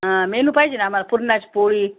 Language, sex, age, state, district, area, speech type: Marathi, female, 60+, Maharashtra, Nanded, rural, conversation